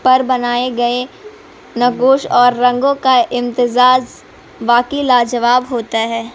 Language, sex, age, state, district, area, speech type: Urdu, female, 18-30, Bihar, Gaya, urban, spontaneous